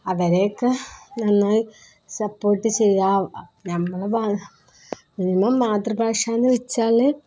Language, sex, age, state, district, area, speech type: Malayalam, female, 30-45, Kerala, Kozhikode, rural, spontaneous